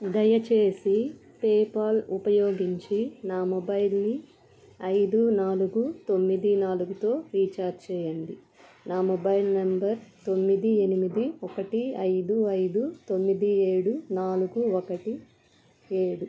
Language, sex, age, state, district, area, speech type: Telugu, female, 30-45, Andhra Pradesh, Bapatla, rural, read